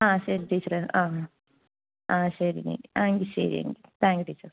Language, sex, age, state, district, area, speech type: Malayalam, female, 18-30, Kerala, Kollam, rural, conversation